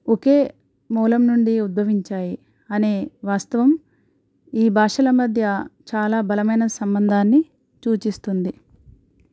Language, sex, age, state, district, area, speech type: Telugu, female, 45-60, Andhra Pradesh, East Godavari, rural, spontaneous